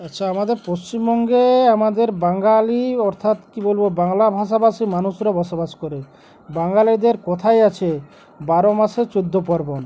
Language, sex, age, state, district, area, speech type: Bengali, male, 45-60, West Bengal, Uttar Dinajpur, urban, spontaneous